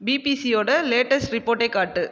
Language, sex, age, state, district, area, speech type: Tamil, female, 18-30, Tamil Nadu, Viluppuram, rural, read